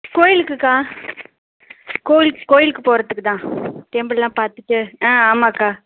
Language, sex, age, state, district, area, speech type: Tamil, female, 45-60, Tamil Nadu, Pudukkottai, rural, conversation